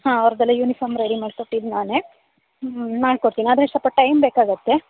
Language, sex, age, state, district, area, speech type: Kannada, female, 30-45, Karnataka, Shimoga, rural, conversation